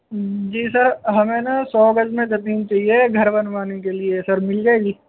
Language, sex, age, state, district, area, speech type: Urdu, male, 18-30, Delhi, North West Delhi, urban, conversation